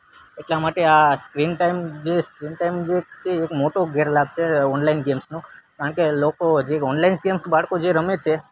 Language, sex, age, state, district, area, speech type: Gujarati, male, 18-30, Gujarat, Junagadh, rural, spontaneous